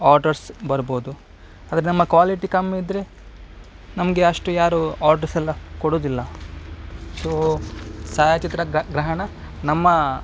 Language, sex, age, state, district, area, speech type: Kannada, male, 30-45, Karnataka, Udupi, rural, spontaneous